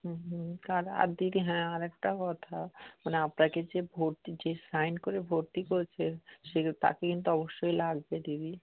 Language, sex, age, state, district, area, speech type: Bengali, male, 45-60, West Bengal, Darjeeling, urban, conversation